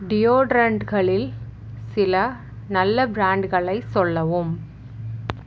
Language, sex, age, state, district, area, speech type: Tamil, female, 30-45, Tamil Nadu, Mayiladuthurai, rural, read